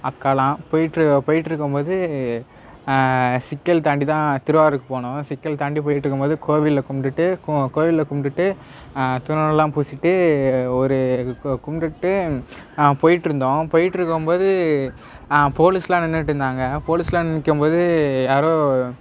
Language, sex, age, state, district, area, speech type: Tamil, male, 18-30, Tamil Nadu, Nagapattinam, rural, spontaneous